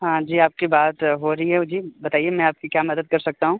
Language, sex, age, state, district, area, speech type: Hindi, male, 30-45, Uttar Pradesh, Sonbhadra, rural, conversation